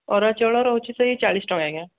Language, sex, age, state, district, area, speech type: Odia, male, 18-30, Odisha, Dhenkanal, rural, conversation